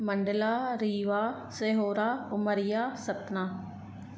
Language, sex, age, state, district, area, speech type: Sindhi, female, 30-45, Madhya Pradesh, Katni, urban, spontaneous